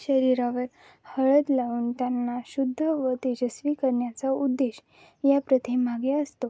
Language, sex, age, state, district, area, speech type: Marathi, female, 18-30, Maharashtra, Nanded, rural, spontaneous